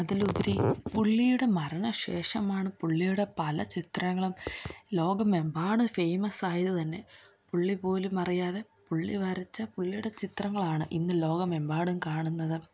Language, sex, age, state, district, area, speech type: Malayalam, female, 18-30, Kerala, Idukki, rural, spontaneous